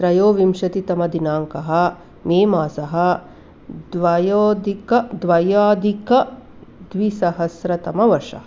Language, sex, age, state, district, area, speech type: Sanskrit, female, 45-60, Karnataka, Mandya, urban, spontaneous